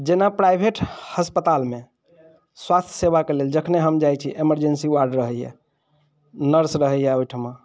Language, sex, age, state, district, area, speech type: Maithili, male, 45-60, Bihar, Muzaffarpur, urban, spontaneous